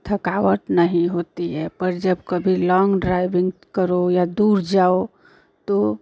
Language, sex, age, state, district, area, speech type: Hindi, female, 30-45, Uttar Pradesh, Ghazipur, urban, spontaneous